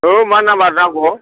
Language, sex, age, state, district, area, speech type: Bodo, male, 60+, Assam, Chirang, rural, conversation